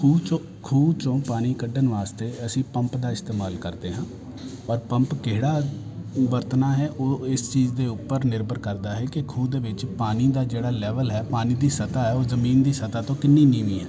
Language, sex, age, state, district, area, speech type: Punjabi, male, 30-45, Punjab, Jalandhar, urban, spontaneous